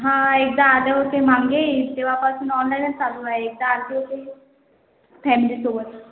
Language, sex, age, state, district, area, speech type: Marathi, female, 18-30, Maharashtra, Washim, rural, conversation